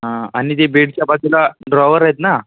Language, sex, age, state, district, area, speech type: Marathi, male, 18-30, Maharashtra, Washim, urban, conversation